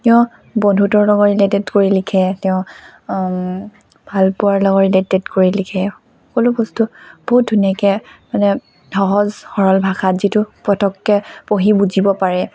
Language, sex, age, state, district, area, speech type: Assamese, female, 18-30, Assam, Tinsukia, urban, spontaneous